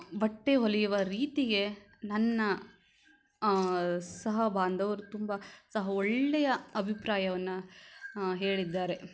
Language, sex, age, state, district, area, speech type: Kannada, female, 18-30, Karnataka, Shimoga, rural, spontaneous